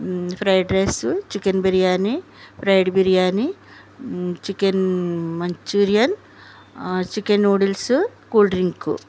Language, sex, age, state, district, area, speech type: Telugu, female, 60+, Andhra Pradesh, West Godavari, rural, spontaneous